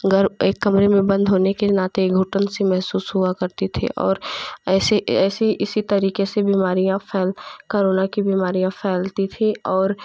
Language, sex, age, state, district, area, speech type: Hindi, female, 18-30, Uttar Pradesh, Jaunpur, urban, spontaneous